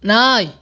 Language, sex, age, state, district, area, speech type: Tamil, female, 60+, Tamil Nadu, Tiruchirappalli, rural, read